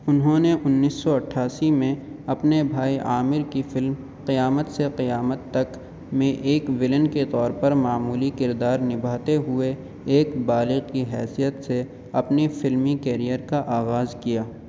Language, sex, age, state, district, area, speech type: Urdu, male, 18-30, Uttar Pradesh, Aligarh, urban, read